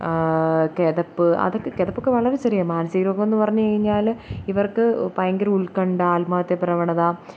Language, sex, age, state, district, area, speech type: Malayalam, female, 18-30, Kerala, Kottayam, rural, spontaneous